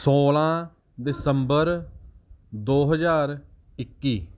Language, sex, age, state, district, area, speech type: Punjabi, male, 30-45, Punjab, Gurdaspur, rural, spontaneous